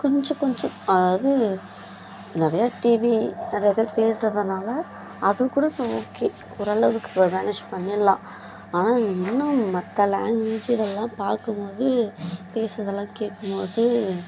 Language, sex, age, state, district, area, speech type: Tamil, female, 18-30, Tamil Nadu, Kallakurichi, urban, spontaneous